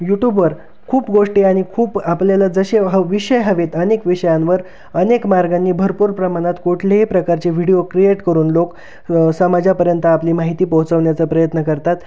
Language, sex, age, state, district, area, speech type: Marathi, male, 18-30, Maharashtra, Ahmednagar, rural, spontaneous